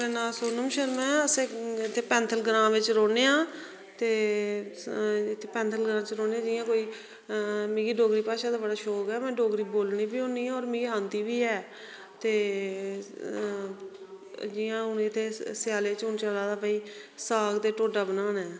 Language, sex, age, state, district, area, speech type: Dogri, female, 30-45, Jammu and Kashmir, Reasi, rural, spontaneous